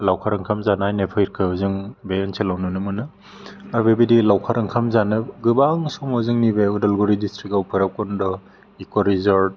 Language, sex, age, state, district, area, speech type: Bodo, male, 18-30, Assam, Udalguri, urban, spontaneous